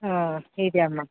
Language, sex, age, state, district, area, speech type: Kannada, female, 45-60, Karnataka, Mandya, rural, conversation